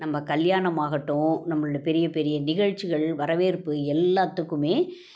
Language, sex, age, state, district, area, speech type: Tamil, female, 60+, Tamil Nadu, Salem, rural, spontaneous